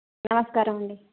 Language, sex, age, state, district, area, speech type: Telugu, female, 60+, Andhra Pradesh, Krishna, rural, conversation